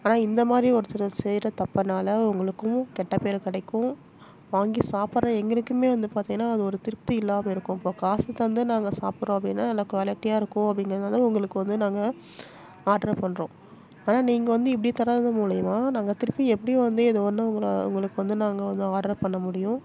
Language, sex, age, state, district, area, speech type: Tamil, female, 30-45, Tamil Nadu, Salem, rural, spontaneous